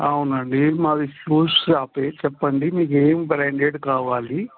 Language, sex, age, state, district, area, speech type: Telugu, male, 60+, Telangana, Warangal, urban, conversation